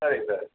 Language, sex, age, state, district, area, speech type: Tamil, female, 30-45, Tamil Nadu, Tiruvarur, urban, conversation